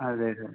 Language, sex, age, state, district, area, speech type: Malayalam, male, 18-30, Kerala, Kasaragod, rural, conversation